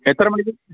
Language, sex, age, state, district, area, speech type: Malayalam, male, 60+, Kerala, Kollam, rural, conversation